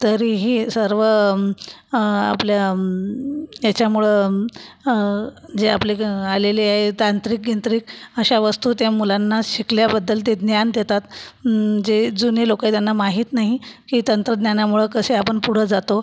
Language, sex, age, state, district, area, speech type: Marathi, female, 45-60, Maharashtra, Buldhana, rural, spontaneous